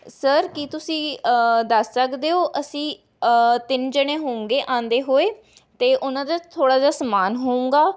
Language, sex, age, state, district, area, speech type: Punjabi, female, 18-30, Punjab, Rupnagar, rural, spontaneous